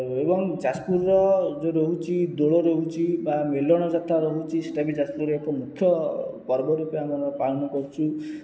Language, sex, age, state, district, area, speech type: Odia, male, 18-30, Odisha, Jajpur, rural, spontaneous